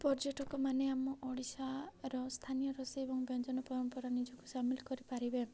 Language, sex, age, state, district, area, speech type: Odia, female, 18-30, Odisha, Nabarangpur, urban, spontaneous